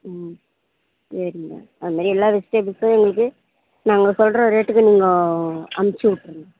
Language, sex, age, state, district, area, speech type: Tamil, female, 30-45, Tamil Nadu, Ranipet, urban, conversation